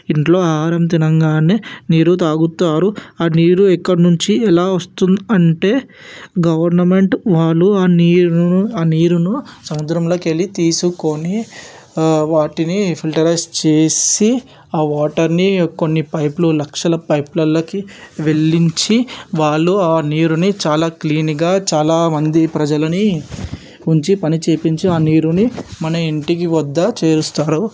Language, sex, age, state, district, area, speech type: Telugu, male, 18-30, Telangana, Hyderabad, urban, spontaneous